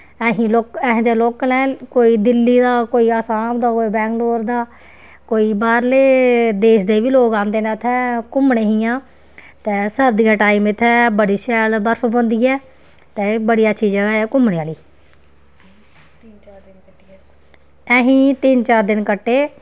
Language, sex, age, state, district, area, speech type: Dogri, female, 30-45, Jammu and Kashmir, Kathua, rural, spontaneous